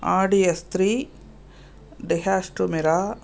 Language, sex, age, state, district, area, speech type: Tamil, female, 60+, Tamil Nadu, Thanjavur, urban, spontaneous